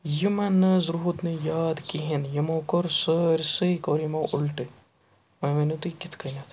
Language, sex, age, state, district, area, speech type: Kashmiri, male, 45-60, Jammu and Kashmir, Srinagar, urban, spontaneous